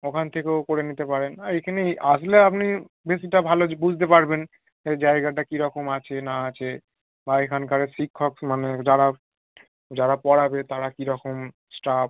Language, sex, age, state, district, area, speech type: Bengali, male, 18-30, West Bengal, North 24 Parganas, urban, conversation